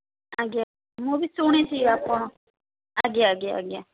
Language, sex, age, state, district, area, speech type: Odia, female, 30-45, Odisha, Puri, urban, conversation